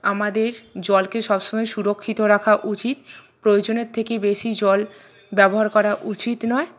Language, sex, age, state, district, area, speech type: Bengali, female, 45-60, West Bengal, Purba Bardhaman, urban, spontaneous